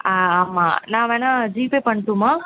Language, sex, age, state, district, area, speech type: Tamil, female, 18-30, Tamil Nadu, Chennai, urban, conversation